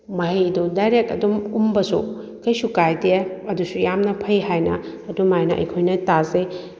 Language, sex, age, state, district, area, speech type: Manipuri, female, 45-60, Manipur, Kakching, rural, spontaneous